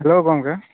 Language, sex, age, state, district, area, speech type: Santali, male, 18-30, West Bengal, Paschim Bardhaman, rural, conversation